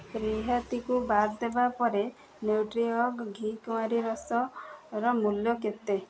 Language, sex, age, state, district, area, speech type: Odia, female, 30-45, Odisha, Jagatsinghpur, rural, read